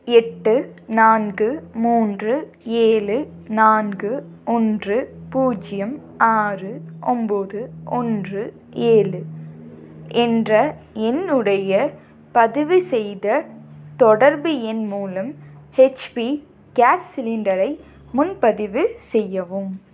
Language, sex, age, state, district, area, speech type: Tamil, female, 18-30, Tamil Nadu, Tiruppur, rural, read